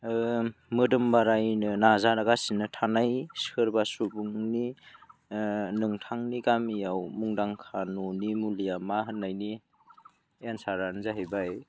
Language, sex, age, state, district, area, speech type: Bodo, male, 18-30, Assam, Udalguri, rural, spontaneous